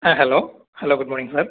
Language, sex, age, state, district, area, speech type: Malayalam, male, 18-30, Kerala, Kasaragod, rural, conversation